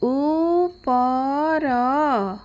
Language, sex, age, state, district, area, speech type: Odia, female, 30-45, Odisha, Bhadrak, rural, read